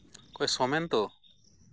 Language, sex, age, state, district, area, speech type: Santali, male, 30-45, West Bengal, Birbhum, rural, spontaneous